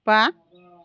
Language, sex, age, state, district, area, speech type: Bodo, female, 60+, Assam, Chirang, rural, read